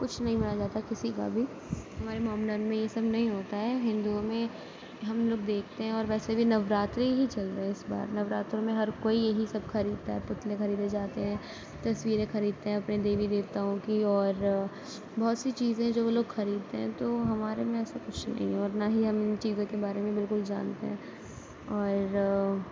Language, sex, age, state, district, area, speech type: Urdu, female, 18-30, Uttar Pradesh, Gautam Buddha Nagar, urban, spontaneous